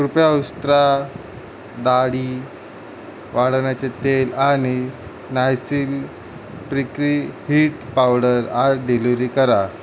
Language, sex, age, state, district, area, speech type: Marathi, male, 18-30, Maharashtra, Mumbai City, urban, read